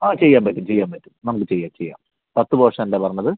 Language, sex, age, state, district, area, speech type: Malayalam, male, 18-30, Kerala, Wayanad, rural, conversation